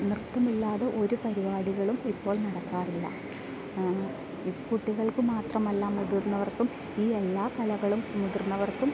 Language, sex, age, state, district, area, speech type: Malayalam, female, 30-45, Kerala, Idukki, rural, spontaneous